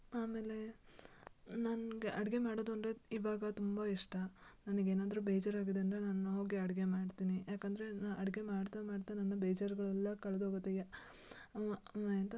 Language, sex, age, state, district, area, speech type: Kannada, female, 18-30, Karnataka, Shimoga, rural, spontaneous